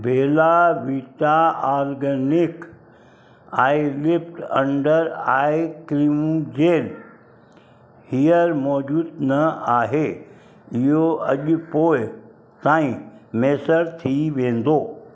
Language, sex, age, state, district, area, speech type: Sindhi, male, 60+, Maharashtra, Mumbai Suburban, urban, read